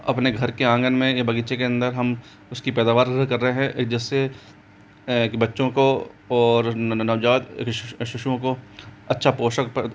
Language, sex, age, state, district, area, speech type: Hindi, male, 45-60, Rajasthan, Jaipur, urban, spontaneous